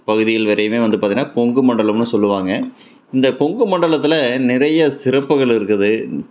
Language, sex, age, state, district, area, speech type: Tamil, male, 30-45, Tamil Nadu, Tiruppur, rural, spontaneous